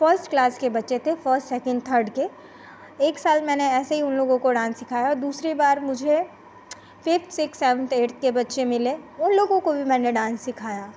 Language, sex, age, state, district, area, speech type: Hindi, female, 30-45, Bihar, Begusarai, rural, spontaneous